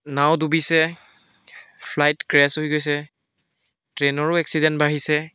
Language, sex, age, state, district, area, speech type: Assamese, male, 18-30, Assam, Biswanath, rural, spontaneous